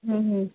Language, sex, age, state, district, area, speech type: Bengali, female, 18-30, West Bengal, Murshidabad, rural, conversation